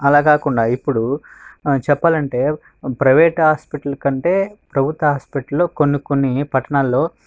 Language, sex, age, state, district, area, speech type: Telugu, male, 18-30, Andhra Pradesh, Sri Balaji, rural, spontaneous